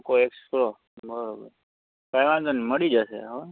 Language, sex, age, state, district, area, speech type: Gujarati, male, 18-30, Gujarat, Morbi, rural, conversation